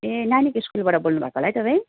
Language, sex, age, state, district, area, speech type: Nepali, female, 30-45, West Bengal, Kalimpong, rural, conversation